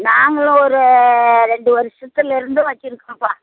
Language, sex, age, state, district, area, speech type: Tamil, female, 60+, Tamil Nadu, Madurai, rural, conversation